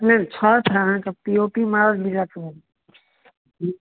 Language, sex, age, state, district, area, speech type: Maithili, male, 18-30, Bihar, Samastipur, rural, conversation